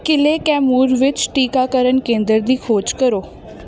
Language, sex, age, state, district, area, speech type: Punjabi, female, 18-30, Punjab, Ludhiana, urban, read